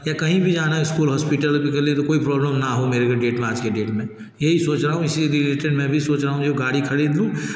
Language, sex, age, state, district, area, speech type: Hindi, male, 45-60, Bihar, Darbhanga, rural, spontaneous